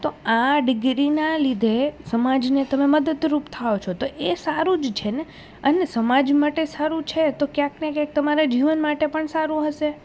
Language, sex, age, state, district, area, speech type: Gujarati, female, 18-30, Gujarat, Rajkot, urban, spontaneous